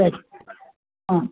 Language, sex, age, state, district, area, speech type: Tamil, female, 60+, Tamil Nadu, Vellore, rural, conversation